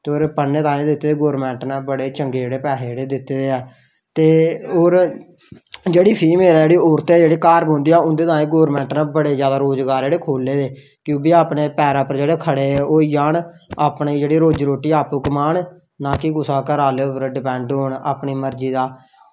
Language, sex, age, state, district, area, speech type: Dogri, male, 18-30, Jammu and Kashmir, Samba, rural, spontaneous